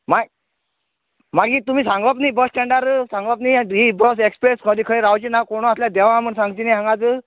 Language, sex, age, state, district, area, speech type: Goan Konkani, male, 45-60, Goa, Canacona, rural, conversation